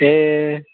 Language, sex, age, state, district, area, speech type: Nepali, male, 18-30, West Bengal, Alipurduar, urban, conversation